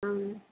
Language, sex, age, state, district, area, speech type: Tamil, female, 18-30, Tamil Nadu, Tirupattur, urban, conversation